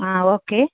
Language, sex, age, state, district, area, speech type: Malayalam, female, 45-60, Kerala, Kasaragod, rural, conversation